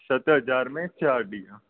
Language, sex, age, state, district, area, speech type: Sindhi, male, 18-30, Gujarat, Surat, urban, conversation